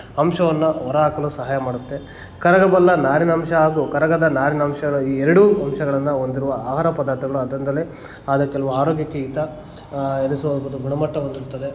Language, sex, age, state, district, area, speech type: Kannada, male, 30-45, Karnataka, Kolar, rural, spontaneous